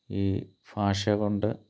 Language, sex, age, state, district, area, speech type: Malayalam, male, 30-45, Kerala, Pathanamthitta, rural, spontaneous